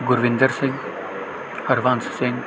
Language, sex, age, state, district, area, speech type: Punjabi, male, 18-30, Punjab, Bathinda, rural, spontaneous